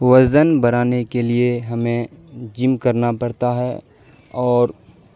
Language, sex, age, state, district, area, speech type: Urdu, male, 18-30, Bihar, Supaul, rural, spontaneous